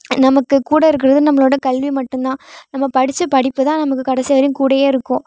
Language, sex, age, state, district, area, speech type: Tamil, female, 18-30, Tamil Nadu, Thanjavur, rural, spontaneous